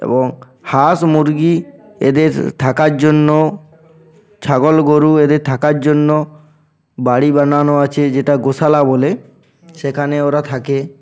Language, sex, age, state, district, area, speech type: Bengali, male, 18-30, West Bengal, Uttar Dinajpur, urban, spontaneous